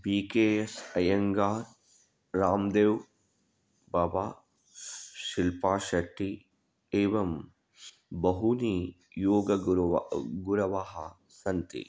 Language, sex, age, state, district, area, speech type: Sanskrit, male, 45-60, Karnataka, Bidar, urban, spontaneous